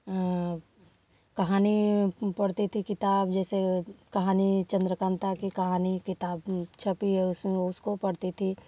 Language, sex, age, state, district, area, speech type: Hindi, female, 30-45, Uttar Pradesh, Varanasi, rural, spontaneous